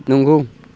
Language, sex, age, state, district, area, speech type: Bodo, male, 60+, Assam, Chirang, rural, read